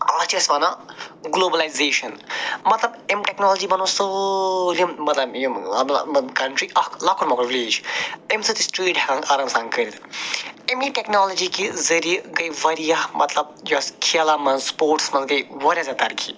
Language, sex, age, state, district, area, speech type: Kashmiri, male, 45-60, Jammu and Kashmir, Budgam, urban, spontaneous